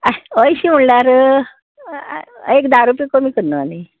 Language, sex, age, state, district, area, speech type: Goan Konkani, female, 45-60, Goa, Murmgao, rural, conversation